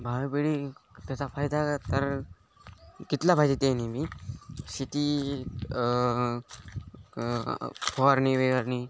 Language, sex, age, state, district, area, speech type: Marathi, male, 18-30, Maharashtra, Hingoli, urban, spontaneous